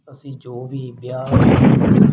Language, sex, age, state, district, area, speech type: Punjabi, male, 30-45, Punjab, Rupnagar, rural, spontaneous